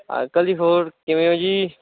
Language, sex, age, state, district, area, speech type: Punjabi, male, 18-30, Punjab, Mohali, rural, conversation